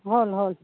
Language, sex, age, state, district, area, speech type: Assamese, female, 30-45, Assam, Golaghat, rural, conversation